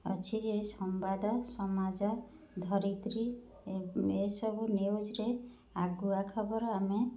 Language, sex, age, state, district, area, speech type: Odia, female, 30-45, Odisha, Cuttack, urban, spontaneous